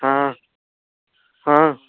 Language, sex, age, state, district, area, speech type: Hindi, male, 18-30, Uttar Pradesh, Ghazipur, rural, conversation